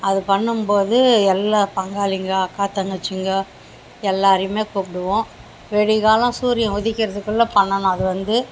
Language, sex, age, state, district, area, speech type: Tamil, female, 60+, Tamil Nadu, Mayiladuthurai, rural, spontaneous